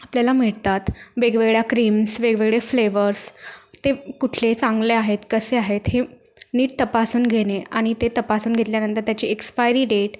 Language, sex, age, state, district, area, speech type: Marathi, female, 18-30, Maharashtra, Washim, rural, spontaneous